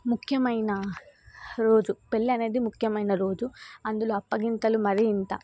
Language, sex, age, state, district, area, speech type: Telugu, female, 18-30, Telangana, Nizamabad, urban, spontaneous